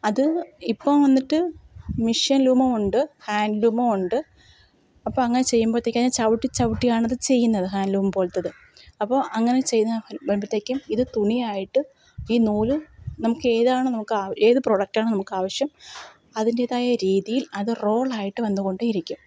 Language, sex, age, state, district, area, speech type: Malayalam, female, 30-45, Kerala, Kottayam, rural, spontaneous